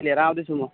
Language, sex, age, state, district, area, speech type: Nepali, male, 30-45, West Bengal, Jalpaiguri, urban, conversation